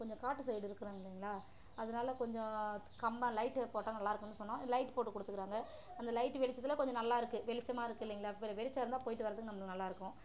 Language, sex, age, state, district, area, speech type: Tamil, female, 30-45, Tamil Nadu, Kallakurichi, rural, spontaneous